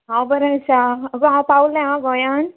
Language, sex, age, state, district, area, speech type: Goan Konkani, female, 30-45, Goa, Ponda, rural, conversation